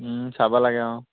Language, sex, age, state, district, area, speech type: Assamese, male, 18-30, Assam, Majuli, urban, conversation